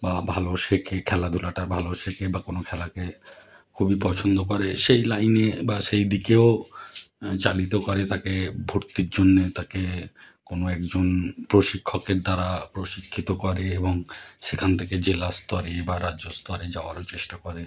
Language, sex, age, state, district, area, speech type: Bengali, male, 30-45, West Bengal, Howrah, urban, spontaneous